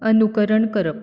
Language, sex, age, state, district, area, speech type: Goan Konkani, female, 30-45, Goa, Bardez, urban, read